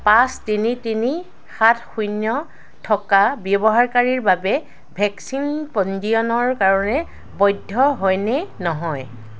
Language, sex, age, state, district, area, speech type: Assamese, female, 60+, Assam, Dibrugarh, rural, read